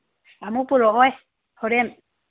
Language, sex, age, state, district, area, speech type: Manipuri, female, 18-30, Manipur, Kangpokpi, urban, conversation